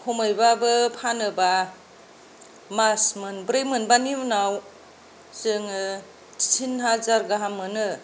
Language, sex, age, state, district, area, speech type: Bodo, female, 60+, Assam, Kokrajhar, rural, spontaneous